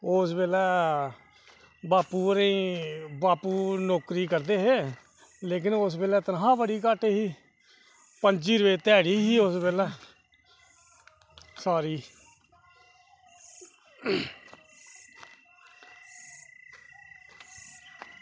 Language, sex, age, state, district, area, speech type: Dogri, male, 30-45, Jammu and Kashmir, Reasi, rural, spontaneous